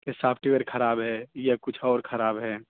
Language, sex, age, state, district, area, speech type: Urdu, male, 18-30, Uttar Pradesh, Saharanpur, urban, conversation